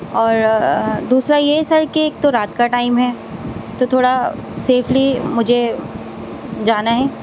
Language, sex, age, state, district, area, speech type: Urdu, female, 30-45, Delhi, Central Delhi, urban, spontaneous